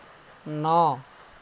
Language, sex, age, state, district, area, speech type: Assamese, male, 30-45, Assam, Lakhimpur, rural, read